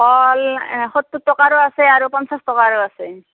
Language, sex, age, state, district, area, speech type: Assamese, female, 60+, Assam, Morigaon, rural, conversation